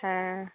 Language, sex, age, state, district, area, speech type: Bengali, female, 30-45, West Bengal, Cooch Behar, rural, conversation